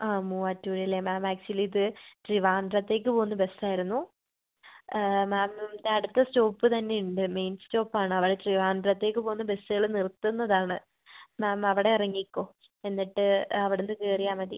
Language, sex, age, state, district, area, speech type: Malayalam, female, 18-30, Kerala, Wayanad, rural, conversation